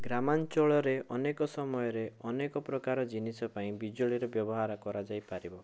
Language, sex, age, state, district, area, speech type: Odia, male, 18-30, Odisha, Bhadrak, rural, spontaneous